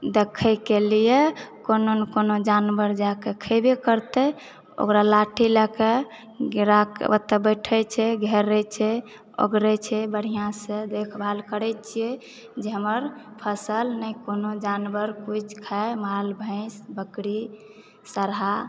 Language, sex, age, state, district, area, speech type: Maithili, female, 45-60, Bihar, Supaul, rural, spontaneous